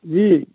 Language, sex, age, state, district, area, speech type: Maithili, male, 45-60, Bihar, Supaul, urban, conversation